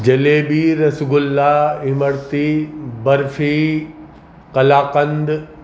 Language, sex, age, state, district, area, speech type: Urdu, male, 45-60, Uttar Pradesh, Gautam Buddha Nagar, urban, spontaneous